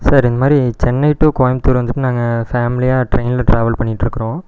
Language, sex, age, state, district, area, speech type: Tamil, male, 18-30, Tamil Nadu, Erode, rural, spontaneous